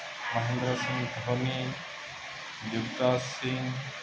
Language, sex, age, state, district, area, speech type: Odia, male, 18-30, Odisha, Subarnapur, urban, spontaneous